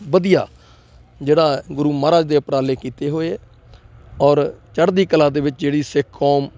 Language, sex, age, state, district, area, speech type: Punjabi, male, 60+, Punjab, Rupnagar, rural, spontaneous